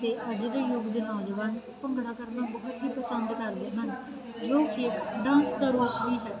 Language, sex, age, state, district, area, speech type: Punjabi, female, 18-30, Punjab, Faridkot, urban, spontaneous